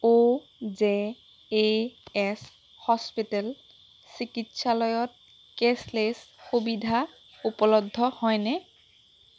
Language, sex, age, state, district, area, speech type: Assamese, female, 30-45, Assam, Golaghat, urban, read